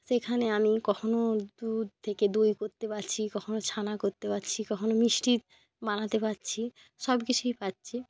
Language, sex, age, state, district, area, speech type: Bengali, female, 18-30, West Bengal, North 24 Parganas, rural, spontaneous